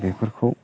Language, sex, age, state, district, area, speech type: Bodo, male, 45-60, Assam, Kokrajhar, rural, spontaneous